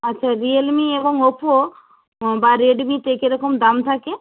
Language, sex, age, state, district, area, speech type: Bengali, female, 60+, West Bengal, Nadia, rural, conversation